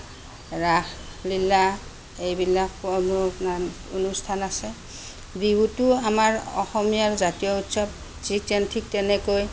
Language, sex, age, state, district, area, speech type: Assamese, female, 45-60, Assam, Kamrup Metropolitan, urban, spontaneous